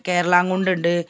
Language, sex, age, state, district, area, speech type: Malayalam, female, 45-60, Kerala, Malappuram, rural, spontaneous